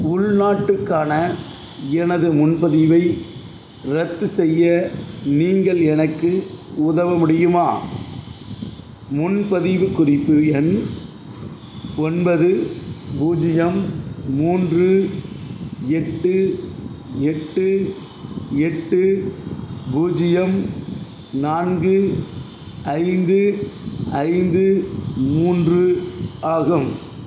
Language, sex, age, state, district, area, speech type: Tamil, male, 45-60, Tamil Nadu, Madurai, urban, read